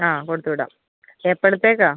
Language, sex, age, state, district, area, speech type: Malayalam, female, 45-60, Kerala, Alappuzha, rural, conversation